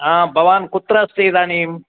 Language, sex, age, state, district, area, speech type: Sanskrit, male, 60+, Karnataka, Vijayapura, urban, conversation